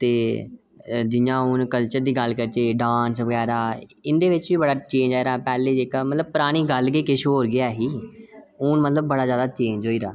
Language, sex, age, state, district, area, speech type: Dogri, male, 18-30, Jammu and Kashmir, Reasi, rural, spontaneous